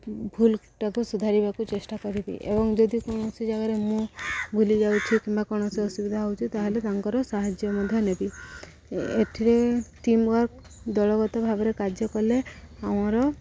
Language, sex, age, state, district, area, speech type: Odia, female, 45-60, Odisha, Subarnapur, urban, spontaneous